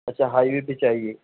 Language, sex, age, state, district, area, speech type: Urdu, male, 18-30, Uttar Pradesh, Saharanpur, urban, conversation